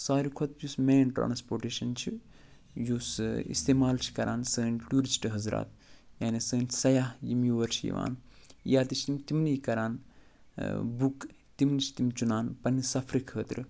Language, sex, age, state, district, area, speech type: Kashmiri, male, 45-60, Jammu and Kashmir, Budgam, rural, spontaneous